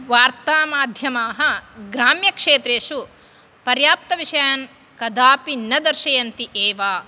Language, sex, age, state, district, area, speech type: Sanskrit, female, 30-45, Karnataka, Dakshina Kannada, rural, spontaneous